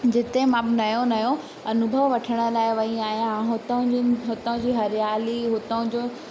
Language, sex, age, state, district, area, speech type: Sindhi, female, 18-30, Madhya Pradesh, Katni, rural, spontaneous